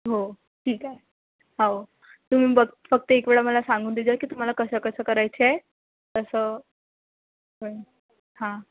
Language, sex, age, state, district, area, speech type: Marathi, female, 18-30, Maharashtra, Nagpur, urban, conversation